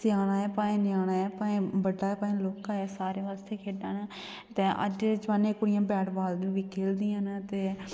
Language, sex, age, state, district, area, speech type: Dogri, female, 18-30, Jammu and Kashmir, Kathua, rural, spontaneous